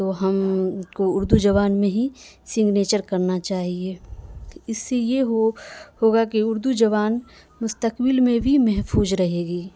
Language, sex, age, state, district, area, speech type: Urdu, female, 18-30, Bihar, Madhubani, rural, spontaneous